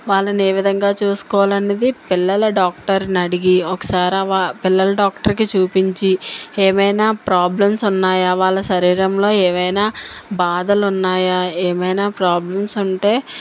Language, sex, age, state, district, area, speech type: Telugu, female, 45-60, Telangana, Mancherial, rural, spontaneous